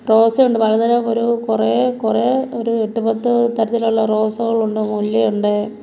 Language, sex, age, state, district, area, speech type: Malayalam, female, 45-60, Kerala, Kottayam, rural, spontaneous